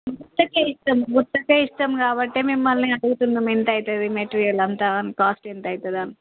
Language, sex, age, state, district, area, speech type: Telugu, female, 30-45, Telangana, Hanamkonda, rural, conversation